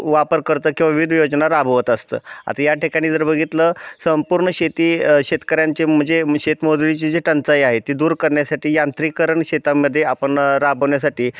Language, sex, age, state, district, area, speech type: Marathi, male, 30-45, Maharashtra, Osmanabad, rural, spontaneous